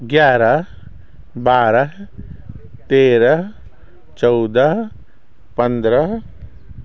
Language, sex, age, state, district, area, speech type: Maithili, male, 60+, Bihar, Sitamarhi, rural, spontaneous